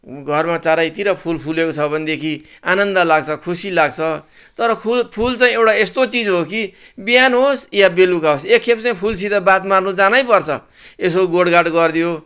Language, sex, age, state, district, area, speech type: Nepali, male, 60+, West Bengal, Kalimpong, rural, spontaneous